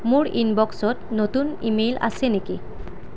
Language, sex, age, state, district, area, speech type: Assamese, female, 18-30, Assam, Nalbari, rural, read